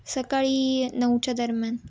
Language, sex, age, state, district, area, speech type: Marathi, female, 18-30, Maharashtra, Ahmednagar, urban, spontaneous